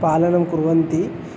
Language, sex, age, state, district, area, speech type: Sanskrit, male, 18-30, Kerala, Thrissur, urban, spontaneous